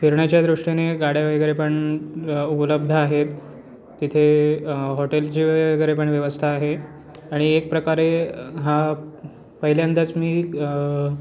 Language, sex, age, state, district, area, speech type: Marathi, male, 18-30, Maharashtra, Pune, urban, spontaneous